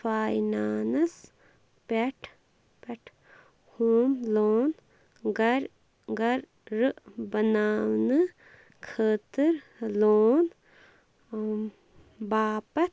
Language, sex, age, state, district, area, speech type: Kashmiri, female, 18-30, Jammu and Kashmir, Shopian, rural, read